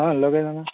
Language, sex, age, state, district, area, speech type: Odia, male, 18-30, Odisha, Subarnapur, urban, conversation